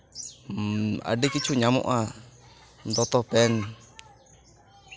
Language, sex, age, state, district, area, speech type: Santali, male, 30-45, West Bengal, Bankura, rural, spontaneous